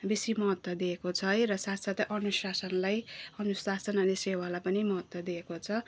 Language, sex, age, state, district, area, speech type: Nepali, female, 30-45, West Bengal, Jalpaiguri, urban, spontaneous